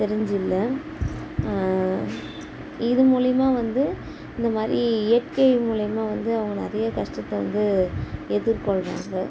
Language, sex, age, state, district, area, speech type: Tamil, female, 18-30, Tamil Nadu, Kallakurichi, rural, spontaneous